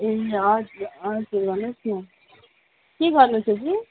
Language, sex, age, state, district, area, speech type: Nepali, female, 60+, West Bengal, Darjeeling, urban, conversation